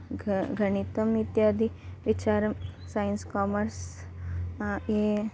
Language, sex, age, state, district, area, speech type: Sanskrit, female, 18-30, Kerala, Kasaragod, rural, spontaneous